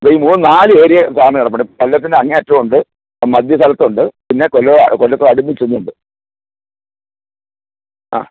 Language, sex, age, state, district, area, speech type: Malayalam, male, 45-60, Kerala, Kollam, rural, conversation